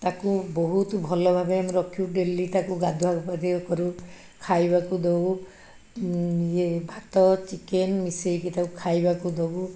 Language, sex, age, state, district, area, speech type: Odia, female, 60+, Odisha, Cuttack, urban, spontaneous